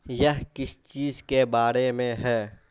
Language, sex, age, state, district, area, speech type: Urdu, male, 18-30, Bihar, Saharsa, rural, read